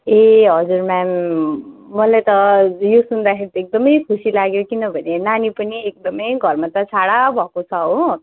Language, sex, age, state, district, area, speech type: Nepali, female, 18-30, West Bengal, Darjeeling, rural, conversation